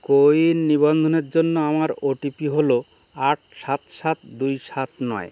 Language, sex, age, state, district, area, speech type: Bengali, male, 60+, West Bengal, North 24 Parganas, rural, read